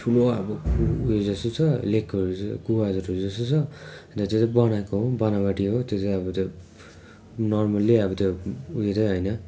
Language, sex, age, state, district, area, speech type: Nepali, male, 18-30, West Bengal, Darjeeling, rural, spontaneous